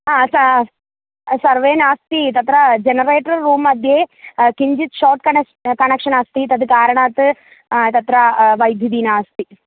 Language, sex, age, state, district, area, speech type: Sanskrit, female, 18-30, Kerala, Thrissur, rural, conversation